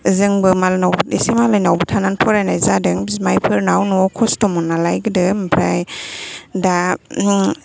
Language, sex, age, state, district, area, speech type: Bodo, female, 30-45, Assam, Kokrajhar, urban, spontaneous